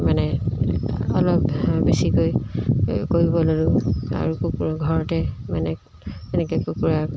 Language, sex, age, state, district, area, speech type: Assamese, female, 60+, Assam, Dibrugarh, rural, spontaneous